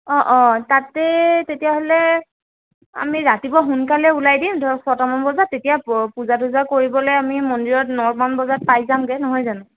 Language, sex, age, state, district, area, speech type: Assamese, female, 18-30, Assam, Morigaon, rural, conversation